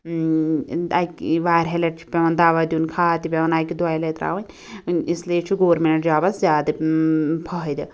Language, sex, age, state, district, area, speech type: Kashmiri, female, 18-30, Jammu and Kashmir, Anantnag, rural, spontaneous